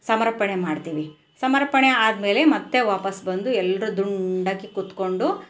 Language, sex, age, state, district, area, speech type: Kannada, female, 45-60, Karnataka, Koppal, rural, spontaneous